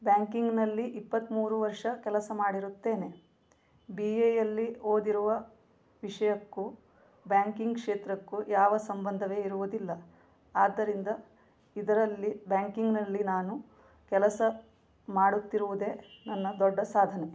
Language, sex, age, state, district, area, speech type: Kannada, female, 30-45, Karnataka, Shimoga, rural, spontaneous